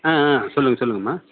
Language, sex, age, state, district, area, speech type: Tamil, male, 30-45, Tamil Nadu, Krishnagiri, urban, conversation